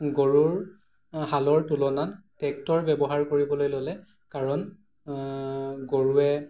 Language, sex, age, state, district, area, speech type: Assamese, male, 18-30, Assam, Morigaon, rural, spontaneous